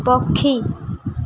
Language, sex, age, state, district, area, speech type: Odia, female, 30-45, Odisha, Kendrapara, urban, read